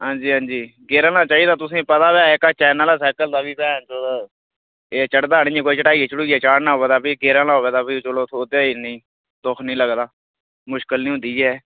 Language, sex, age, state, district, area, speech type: Dogri, male, 30-45, Jammu and Kashmir, Udhampur, urban, conversation